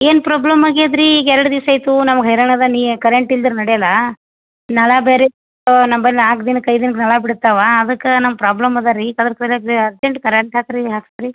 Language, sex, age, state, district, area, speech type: Kannada, female, 45-60, Karnataka, Gulbarga, urban, conversation